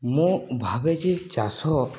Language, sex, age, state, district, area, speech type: Odia, male, 18-30, Odisha, Balangir, urban, spontaneous